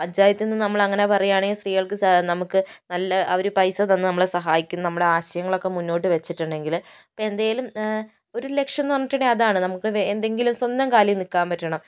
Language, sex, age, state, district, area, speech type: Malayalam, female, 60+, Kerala, Kozhikode, rural, spontaneous